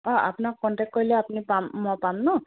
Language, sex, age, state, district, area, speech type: Assamese, female, 30-45, Assam, Dibrugarh, rural, conversation